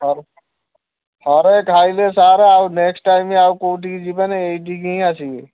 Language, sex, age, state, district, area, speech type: Odia, male, 18-30, Odisha, Kendujhar, urban, conversation